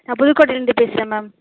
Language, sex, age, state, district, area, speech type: Tamil, female, 45-60, Tamil Nadu, Pudukkottai, rural, conversation